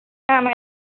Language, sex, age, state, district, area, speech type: Kannada, female, 30-45, Karnataka, Mandya, rural, conversation